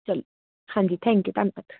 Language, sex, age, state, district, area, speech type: Punjabi, female, 18-30, Punjab, Faridkot, urban, conversation